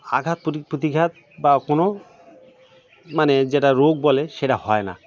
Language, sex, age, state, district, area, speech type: Bengali, male, 45-60, West Bengal, Birbhum, urban, spontaneous